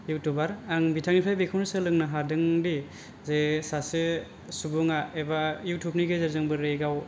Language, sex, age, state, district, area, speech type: Bodo, male, 18-30, Assam, Kokrajhar, rural, spontaneous